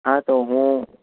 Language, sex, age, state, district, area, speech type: Gujarati, male, 18-30, Gujarat, Ahmedabad, urban, conversation